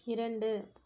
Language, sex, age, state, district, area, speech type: Tamil, female, 18-30, Tamil Nadu, Perambalur, urban, read